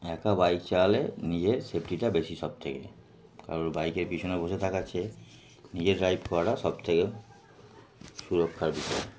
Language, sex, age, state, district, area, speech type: Bengali, male, 30-45, West Bengal, Darjeeling, urban, spontaneous